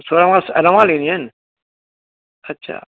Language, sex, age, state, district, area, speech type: Sindhi, male, 60+, Maharashtra, Mumbai City, urban, conversation